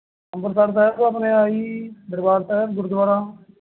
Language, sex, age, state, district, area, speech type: Punjabi, male, 18-30, Punjab, Mohali, rural, conversation